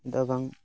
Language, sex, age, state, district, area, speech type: Santali, male, 18-30, West Bengal, Purba Bardhaman, rural, spontaneous